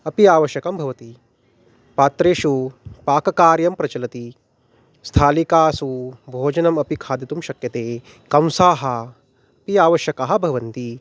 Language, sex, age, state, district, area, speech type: Sanskrit, male, 30-45, Maharashtra, Nagpur, urban, spontaneous